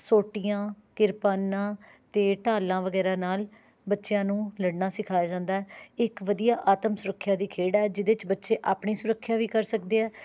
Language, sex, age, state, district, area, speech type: Punjabi, female, 30-45, Punjab, Rupnagar, urban, spontaneous